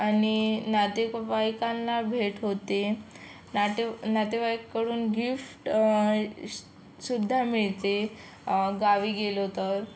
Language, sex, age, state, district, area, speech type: Marathi, female, 18-30, Maharashtra, Yavatmal, rural, spontaneous